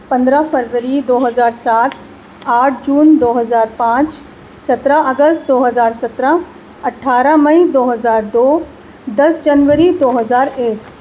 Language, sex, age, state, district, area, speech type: Urdu, female, 30-45, Delhi, East Delhi, rural, spontaneous